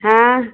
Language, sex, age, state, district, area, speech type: Hindi, female, 60+, Uttar Pradesh, Hardoi, rural, conversation